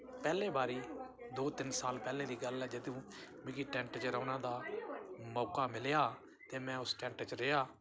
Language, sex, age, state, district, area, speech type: Dogri, male, 60+, Jammu and Kashmir, Udhampur, rural, spontaneous